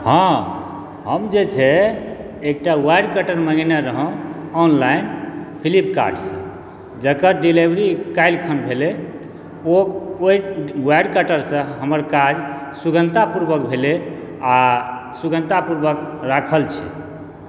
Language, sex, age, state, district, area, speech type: Maithili, male, 45-60, Bihar, Supaul, rural, spontaneous